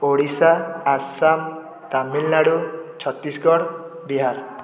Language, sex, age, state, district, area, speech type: Odia, male, 18-30, Odisha, Puri, urban, spontaneous